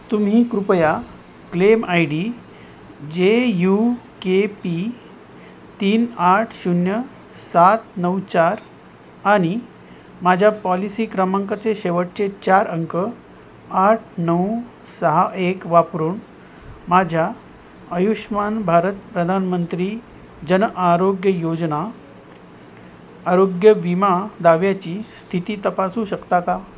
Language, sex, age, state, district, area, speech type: Marathi, male, 30-45, Maharashtra, Nanded, rural, read